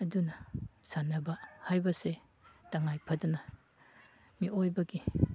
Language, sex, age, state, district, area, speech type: Manipuri, male, 30-45, Manipur, Chandel, rural, spontaneous